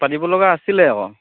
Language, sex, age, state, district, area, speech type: Assamese, male, 30-45, Assam, Dhemaji, rural, conversation